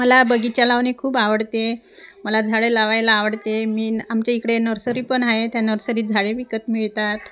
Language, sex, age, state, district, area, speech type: Marathi, female, 30-45, Maharashtra, Wardha, rural, spontaneous